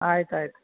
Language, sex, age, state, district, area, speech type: Kannada, male, 45-60, Karnataka, Belgaum, rural, conversation